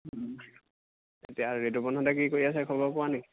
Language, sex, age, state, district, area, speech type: Assamese, male, 18-30, Assam, Lakhimpur, urban, conversation